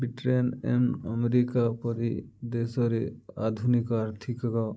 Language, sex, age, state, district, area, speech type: Odia, male, 30-45, Odisha, Nuapada, urban, spontaneous